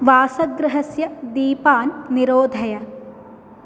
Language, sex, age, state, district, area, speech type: Sanskrit, female, 18-30, Kerala, Palakkad, rural, read